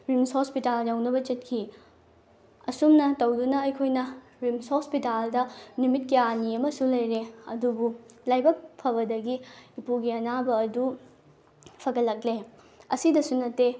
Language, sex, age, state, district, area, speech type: Manipuri, female, 18-30, Manipur, Bishnupur, rural, spontaneous